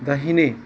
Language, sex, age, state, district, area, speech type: Nepali, male, 30-45, West Bengal, Kalimpong, rural, read